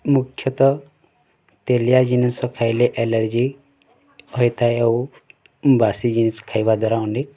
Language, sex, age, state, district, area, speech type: Odia, male, 18-30, Odisha, Bargarh, urban, spontaneous